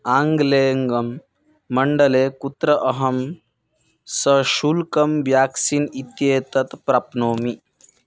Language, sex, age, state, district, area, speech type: Sanskrit, male, 18-30, Odisha, Kandhamal, urban, read